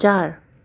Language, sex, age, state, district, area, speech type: Nepali, female, 45-60, West Bengal, Darjeeling, rural, read